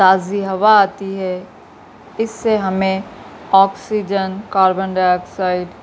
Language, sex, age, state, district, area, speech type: Urdu, female, 30-45, Telangana, Hyderabad, urban, spontaneous